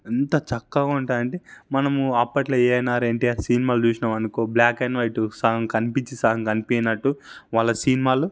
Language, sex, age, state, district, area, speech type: Telugu, male, 18-30, Telangana, Sangareddy, urban, spontaneous